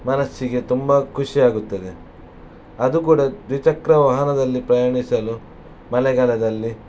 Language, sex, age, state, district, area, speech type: Kannada, male, 18-30, Karnataka, Shimoga, rural, spontaneous